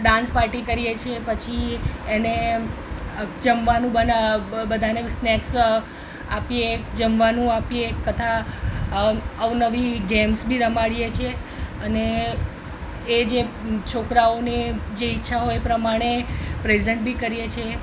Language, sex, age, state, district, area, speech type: Gujarati, female, 30-45, Gujarat, Ahmedabad, urban, spontaneous